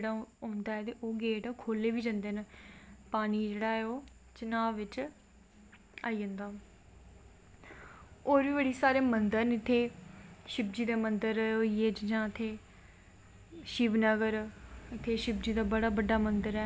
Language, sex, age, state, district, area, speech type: Dogri, female, 18-30, Jammu and Kashmir, Reasi, rural, spontaneous